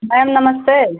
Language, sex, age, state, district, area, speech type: Hindi, female, 60+, Uttar Pradesh, Ayodhya, rural, conversation